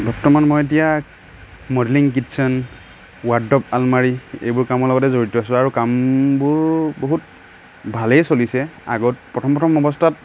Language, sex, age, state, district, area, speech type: Assamese, male, 30-45, Assam, Nagaon, rural, spontaneous